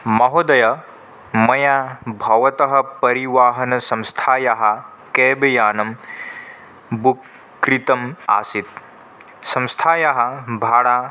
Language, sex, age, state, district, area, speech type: Sanskrit, male, 18-30, Manipur, Kangpokpi, rural, spontaneous